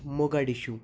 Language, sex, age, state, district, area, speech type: Urdu, male, 18-30, Delhi, North East Delhi, urban, spontaneous